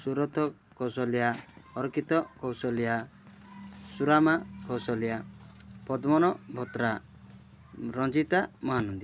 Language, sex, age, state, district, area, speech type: Odia, male, 30-45, Odisha, Kalahandi, rural, spontaneous